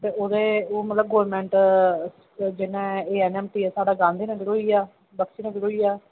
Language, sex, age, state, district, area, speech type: Dogri, female, 18-30, Jammu and Kashmir, Kathua, rural, conversation